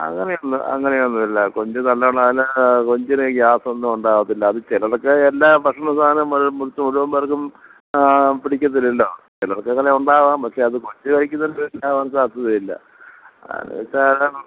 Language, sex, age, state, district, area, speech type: Malayalam, male, 60+, Kerala, Thiruvananthapuram, rural, conversation